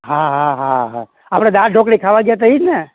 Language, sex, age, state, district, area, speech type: Gujarati, male, 60+, Gujarat, Rajkot, rural, conversation